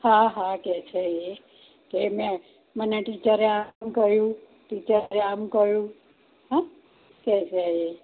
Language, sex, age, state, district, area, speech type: Gujarati, female, 60+, Gujarat, Kheda, rural, conversation